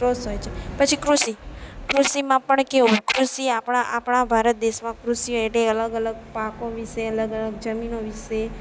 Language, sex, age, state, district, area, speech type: Gujarati, female, 30-45, Gujarat, Narmada, rural, spontaneous